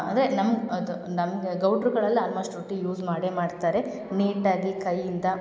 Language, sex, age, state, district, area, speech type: Kannada, female, 18-30, Karnataka, Hassan, rural, spontaneous